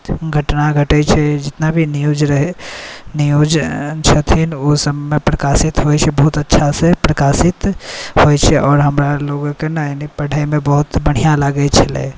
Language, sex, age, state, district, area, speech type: Maithili, male, 18-30, Bihar, Saharsa, rural, spontaneous